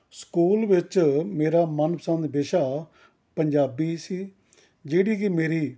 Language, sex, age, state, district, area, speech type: Punjabi, male, 60+, Punjab, Rupnagar, rural, spontaneous